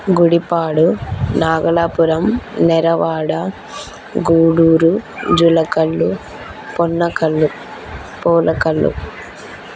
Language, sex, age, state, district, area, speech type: Telugu, female, 18-30, Andhra Pradesh, Kurnool, rural, spontaneous